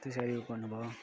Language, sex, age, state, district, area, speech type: Nepali, male, 18-30, West Bengal, Alipurduar, urban, spontaneous